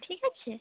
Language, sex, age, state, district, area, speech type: Bengali, female, 18-30, West Bengal, South 24 Parganas, rural, conversation